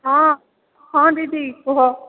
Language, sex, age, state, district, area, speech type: Odia, female, 45-60, Odisha, Sambalpur, rural, conversation